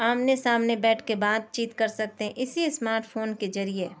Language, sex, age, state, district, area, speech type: Urdu, female, 30-45, Delhi, South Delhi, urban, spontaneous